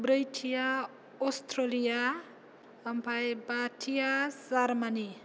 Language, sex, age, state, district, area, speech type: Bodo, female, 18-30, Assam, Kokrajhar, rural, spontaneous